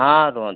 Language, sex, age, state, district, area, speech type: Odia, male, 30-45, Odisha, Kandhamal, rural, conversation